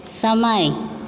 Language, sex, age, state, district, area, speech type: Maithili, female, 45-60, Bihar, Supaul, rural, read